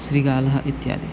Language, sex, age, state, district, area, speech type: Sanskrit, male, 18-30, Assam, Biswanath, rural, spontaneous